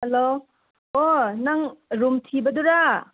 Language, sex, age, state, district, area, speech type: Manipuri, female, 30-45, Manipur, Senapati, rural, conversation